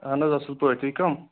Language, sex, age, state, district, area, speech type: Kashmiri, male, 18-30, Jammu and Kashmir, Pulwama, urban, conversation